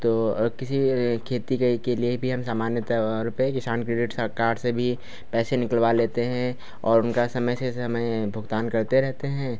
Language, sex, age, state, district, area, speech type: Hindi, male, 30-45, Uttar Pradesh, Lucknow, rural, spontaneous